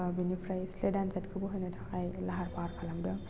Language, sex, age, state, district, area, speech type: Bodo, female, 18-30, Assam, Baksa, rural, spontaneous